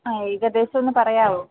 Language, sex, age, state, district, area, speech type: Malayalam, female, 18-30, Kerala, Idukki, rural, conversation